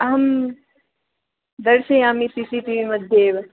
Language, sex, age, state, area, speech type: Sanskrit, other, 18-30, Rajasthan, urban, conversation